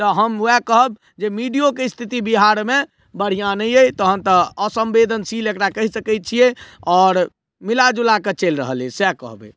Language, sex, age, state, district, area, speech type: Maithili, male, 18-30, Bihar, Madhubani, rural, spontaneous